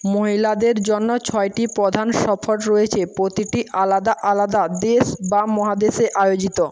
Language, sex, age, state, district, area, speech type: Bengali, male, 18-30, West Bengal, Jhargram, rural, read